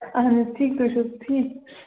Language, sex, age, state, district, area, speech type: Kashmiri, female, 18-30, Jammu and Kashmir, Kupwara, rural, conversation